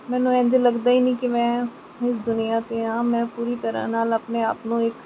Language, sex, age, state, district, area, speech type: Punjabi, female, 18-30, Punjab, Mansa, urban, spontaneous